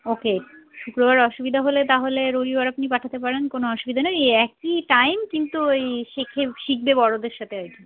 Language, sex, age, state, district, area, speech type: Bengali, female, 30-45, West Bengal, Darjeeling, rural, conversation